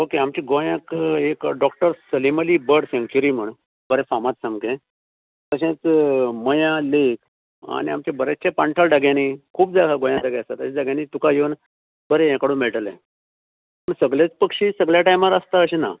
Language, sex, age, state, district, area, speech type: Goan Konkani, male, 60+, Goa, Canacona, rural, conversation